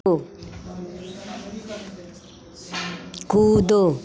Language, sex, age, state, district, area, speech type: Hindi, female, 60+, Bihar, Madhepura, urban, read